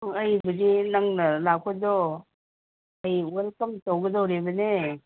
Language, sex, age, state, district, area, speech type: Manipuri, female, 60+, Manipur, Ukhrul, rural, conversation